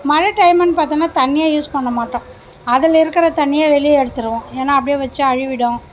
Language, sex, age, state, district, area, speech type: Tamil, female, 60+, Tamil Nadu, Mayiladuthurai, rural, spontaneous